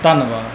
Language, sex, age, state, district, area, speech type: Punjabi, male, 18-30, Punjab, Mansa, urban, spontaneous